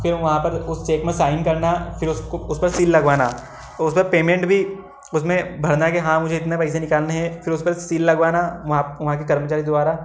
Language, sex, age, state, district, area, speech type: Hindi, male, 18-30, Madhya Pradesh, Ujjain, urban, spontaneous